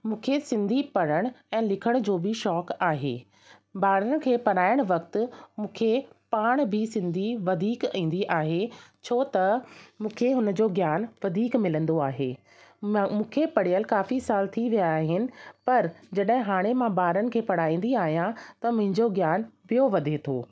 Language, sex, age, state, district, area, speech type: Sindhi, female, 30-45, Delhi, South Delhi, urban, spontaneous